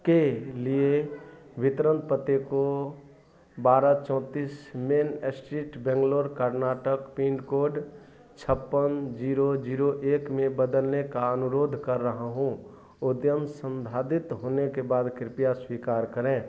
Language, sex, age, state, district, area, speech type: Hindi, male, 45-60, Bihar, Madhepura, rural, read